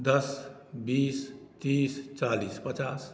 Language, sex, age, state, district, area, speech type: Maithili, male, 60+, Bihar, Madhubani, rural, spontaneous